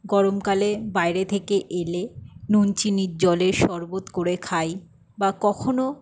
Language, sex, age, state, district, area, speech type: Bengali, female, 60+, West Bengal, Jhargram, rural, spontaneous